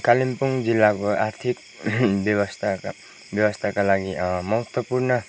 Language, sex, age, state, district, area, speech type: Nepali, male, 30-45, West Bengal, Kalimpong, rural, spontaneous